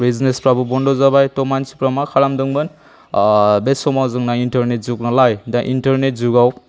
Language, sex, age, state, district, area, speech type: Bodo, male, 30-45, Assam, Chirang, rural, spontaneous